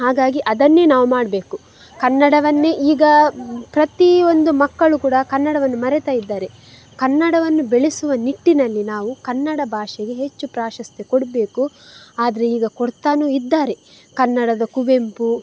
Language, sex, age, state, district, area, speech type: Kannada, female, 18-30, Karnataka, Udupi, rural, spontaneous